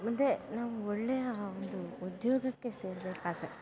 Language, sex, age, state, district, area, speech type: Kannada, female, 18-30, Karnataka, Dakshina Kannada, rural, spontaneous